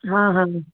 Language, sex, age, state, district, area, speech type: Sindhi, female, 30-45, Gujarat, Surat, urban, conversation